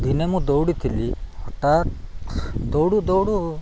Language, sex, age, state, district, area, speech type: Odia, male, 45-60, Odisha, Nabarangpur, rural, spontaneous